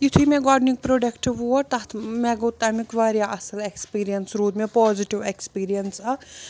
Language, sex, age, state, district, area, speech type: Kashmiri, female, 45-60, Jammu and Kashmir, Srinagar, urban, spontaneous